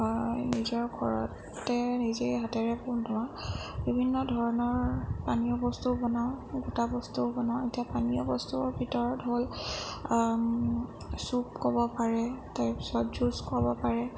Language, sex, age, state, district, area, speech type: Assamese, female, 30-45, Assam, Sonitpur, rural, spontaneous